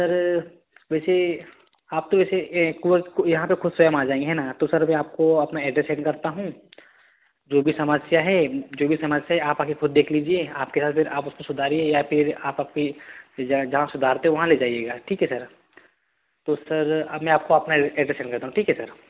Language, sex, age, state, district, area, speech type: Hindi, male, 18-30, Madhya Pradesh, Betul, rural, conversation